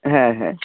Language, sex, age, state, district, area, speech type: Bengali, male, 18-30, West Bengal, Howrah, urban, conversation